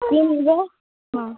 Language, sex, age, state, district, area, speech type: Bengali, female, 30-45, West Bengal, Uttar Dinajpur, urban, conversation